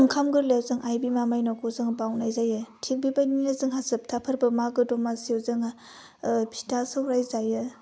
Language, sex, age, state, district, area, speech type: Bodo, female, 18-30, Assam, Udalguri, urban, spontaneous